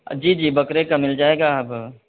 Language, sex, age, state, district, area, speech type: Urdu, male, 18-30, Uttar Pradesh, Saharanpur, urban, conversation